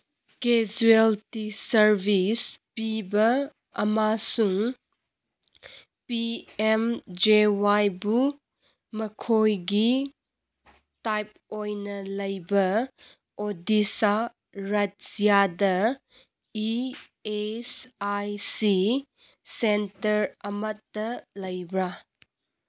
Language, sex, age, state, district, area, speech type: Manipuri, female, 18-30, Manipur, Kangpokpi, urban, read